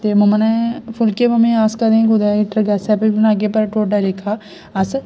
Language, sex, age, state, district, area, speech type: Dogri, female, 18-30, Jammu and Kashmir, Jammu, rural, spontaneous